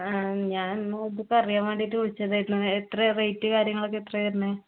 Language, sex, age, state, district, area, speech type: Malayalam, female, 18-30, Kerala, Palakkad, rural, conversation